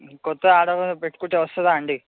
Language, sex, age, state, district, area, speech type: Telugu, male, 18-30, Telangana, Medchal, urban, conversation